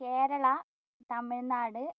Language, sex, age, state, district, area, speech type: Malayalam, female, 18-30, Kerala, Wayanad, rural, spontaneous